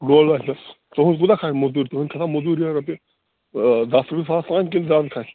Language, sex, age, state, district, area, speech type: Kashmiri, male, 45-60, Jammu and Kashmir, Bandipora, rural, conversation